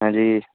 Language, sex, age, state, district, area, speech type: Punjabi, male, 30-45, Punjab, Mansa, urban, conversation